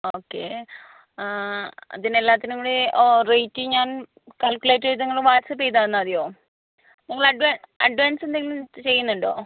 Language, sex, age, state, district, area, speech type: Malayalam, female, 45-60, Kerala, Kozhikode, urban, conversation